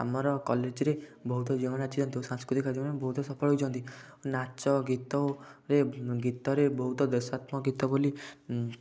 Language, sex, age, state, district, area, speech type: Odia, male, 18-30, Odisha, Kendujhar, urban, spontaneous